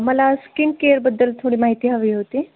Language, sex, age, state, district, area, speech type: Marathi, female, 18-30, Maharashtra, Osmanabad, rural, conversation